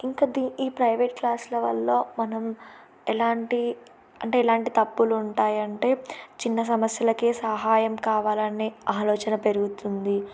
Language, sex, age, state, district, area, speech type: Telugu, female, 18-30, Telangana, Ranga Reddy, urban, spontaneous